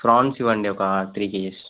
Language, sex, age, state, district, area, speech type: Telugu, male, 18-30, Telangana, Jayashankar, urban, conversation